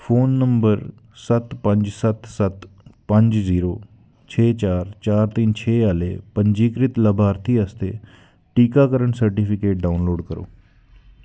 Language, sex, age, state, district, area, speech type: Dogri, male, 30-45, Jammu and Kashmir, Udhampur, rural, read